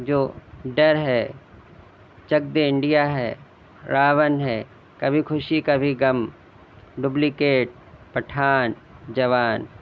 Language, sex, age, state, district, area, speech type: Urdu, male, 30-45, Uttar Pradesh, Shahjahanpur, urban, spontaneous